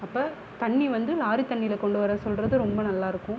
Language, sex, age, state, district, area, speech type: Tamil, female, 45-60, Tamil Nadu, Pudukkottai, rural, spontaneous